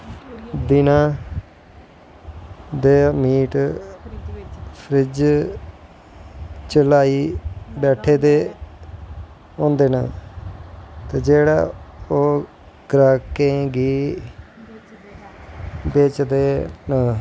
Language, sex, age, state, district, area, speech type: Dogri, male, 45-60, Jammu and Kashmir, Jammu, rural, spontaneous